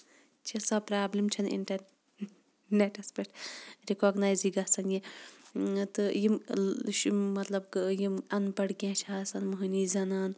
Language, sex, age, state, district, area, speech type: Kashmiri, female, 18-30, Jammu and Kashmir, Kulgam, rural, spontaneous